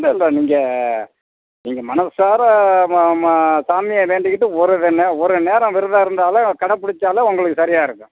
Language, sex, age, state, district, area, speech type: Tamil, male, 60+, Tamil Nadu, Pudukkottai, rural, conversation